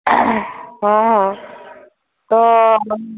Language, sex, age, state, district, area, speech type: Odia, female, 18-30, Odisha, Balangir, urban, conversation